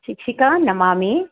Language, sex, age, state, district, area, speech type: Sanskrit, female, 45-60, Karnataka, Hassan, rural, conversation